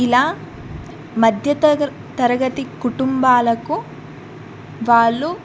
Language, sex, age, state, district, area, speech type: Telugu, female, 18-30, Telangana, Medak, rural, spontaneous